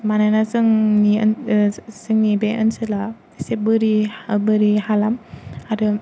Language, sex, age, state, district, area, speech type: Bodo, female, 18-30, Assam, Kokrajhar, rural, spontaneous